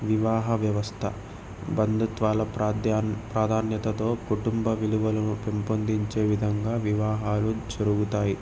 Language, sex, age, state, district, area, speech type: Telugu, male, 18-30, Andhra Pradesh, Krishna, urban, spontaneous